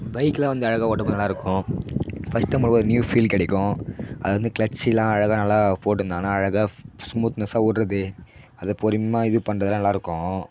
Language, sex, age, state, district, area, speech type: Tamil, male, 18-30, Tamil Nadu, Tiruvannamalai, urban, spontaneous